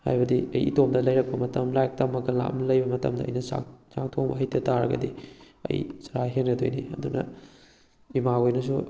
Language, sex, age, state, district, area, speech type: Manipuri, male, 18-30, Manipur, Kakching, rural, spontaneous